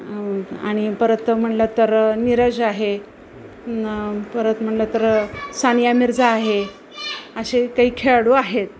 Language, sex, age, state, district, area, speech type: Marathi, female, 45-60, Maharashtra, Osmanabad, rural, spontaneous